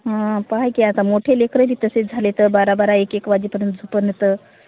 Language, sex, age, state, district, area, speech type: Marathi, female, 30-45, Maharashtra, Hingoli, urban, conversation